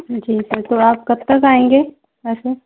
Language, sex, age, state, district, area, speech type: Hindi, female, 18-30, Madhya Pradesh, Gwalior, rural, conversation